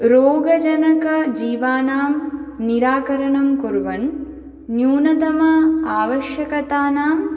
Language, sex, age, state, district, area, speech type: Sanskrit, female, 18-30, West Bengal, Dakshin Dinajpur, urban, spontaneous